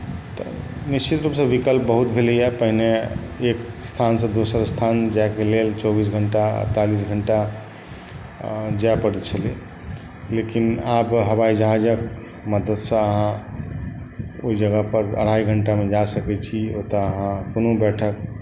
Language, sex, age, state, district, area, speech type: Maithili, male, 45-60, Bihar, Darbhanga, urban, spontaneous